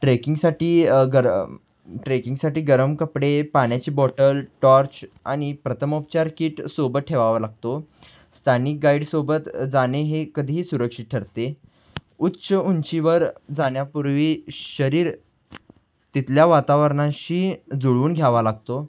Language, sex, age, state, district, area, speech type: Marathi, male, 18-30, Maharashtra, Kolhapur, urban, spontaneous